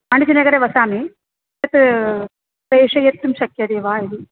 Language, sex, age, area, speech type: Sanskrit, female, 45-60, urban, conversation